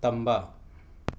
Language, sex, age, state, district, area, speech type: Manipuri, male, 60+, Manipur, Imphal West, urban, read